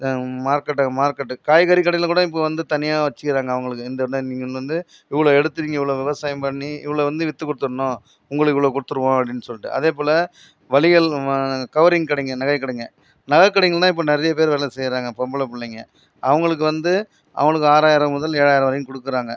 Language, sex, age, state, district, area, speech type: Tamil, male, 45-60, Tamil Nadu, Viluppuram, rural, spontaneous